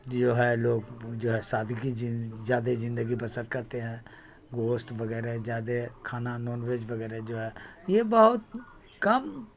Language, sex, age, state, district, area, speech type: Urdu, male, 60+, Bihar, Khagaria, rural, spontaneous